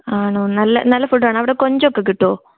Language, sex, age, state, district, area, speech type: Malayalam, female, 18-30, Kerala, Kannur, rural, conversation